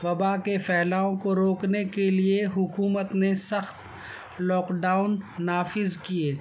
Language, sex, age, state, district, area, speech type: Urdu, male, 60+, Delhi, North East Delhi, urban, spontaneous